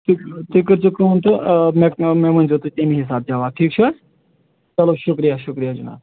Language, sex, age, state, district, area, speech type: Kashmiri, male, 30-45, Jammu and Kashmir, Ganderbal, rural, conversation